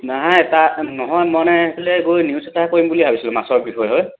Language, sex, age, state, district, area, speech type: Assamese, male, 30-45, Assam, Sivasagar, rural, conversation